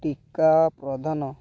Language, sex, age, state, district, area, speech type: Odia, male, 18-30, Odisha, Malkangiri, urban, read